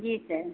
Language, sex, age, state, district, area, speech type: Hindi, female, 45-60, Uttar Pradesh, Azamgarh, rural, conversation